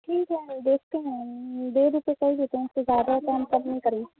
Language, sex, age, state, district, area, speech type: Urdu, female, 18-30, Bihar, Saharsa, rural, conversation